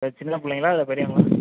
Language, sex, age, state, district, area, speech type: Tamil, male, 18-30, Tamil Nadu, Ariyalur, rural, conversation